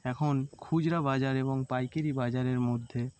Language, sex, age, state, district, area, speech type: Bengali, male, 18-30, West Bengal, Howrah, urban, spontaneous